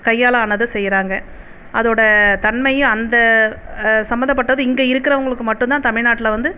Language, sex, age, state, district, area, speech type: Tamil, female, 45-60, Tamil Nadu, Viluppuram, urban, spontaneous